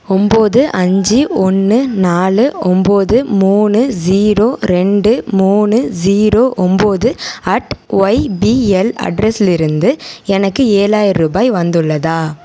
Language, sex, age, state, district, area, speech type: Tamil, female, 18-30, Tamil Nadu, Tiruvarur, urban, read